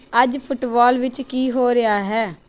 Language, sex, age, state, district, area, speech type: Punjabi, female, 30-45, Punjab, Pathankot, rural, read